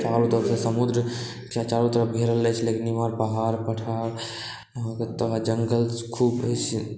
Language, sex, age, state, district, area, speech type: Maithili, male, 60+, Bihar, Saharsa, urban, spontaneous